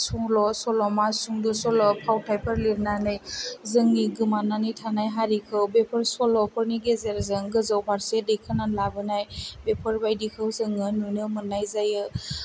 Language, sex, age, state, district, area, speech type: Bodo, female, 18-30, Assam, Chirang, urban, spontaneous